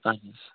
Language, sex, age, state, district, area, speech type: Kashmiri, male, 30-45, Jammu and Kashmir, Kupwara, rural, conversation